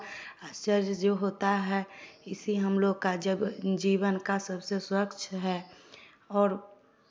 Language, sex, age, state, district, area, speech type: Hindi, female, 30-45, Bihar, Samastipur, rural, spontaneous